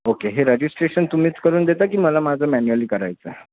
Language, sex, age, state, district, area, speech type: Marathi, male, 30-45, Maharashtra, Thane, urban, conversation